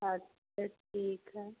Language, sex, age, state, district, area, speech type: Hindi, female, 30-45, Uttar Pradesh, Azamgarh, rural, conversation